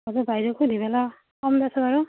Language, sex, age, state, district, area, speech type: Assamese, female, 30-45, Assam, Darrang, rural, conversation